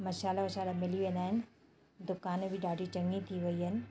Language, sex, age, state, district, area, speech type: Sindhi, female, 30-45, Madhya Pradesh, Katni, urban, spontaneous